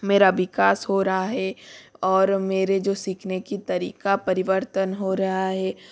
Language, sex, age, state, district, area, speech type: Hindi, female, 18-30, Rajasthan, Jodhpur, rural, spontaneous